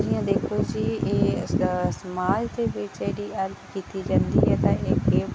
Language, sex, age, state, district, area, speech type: Dogri, female, 18-30, Jammu and Kashmir, Reasi, rural, spontaneous